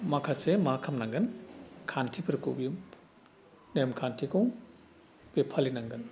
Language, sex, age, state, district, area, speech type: Bodo, male, 60+, Assam, Udalguri, urban, spontaneous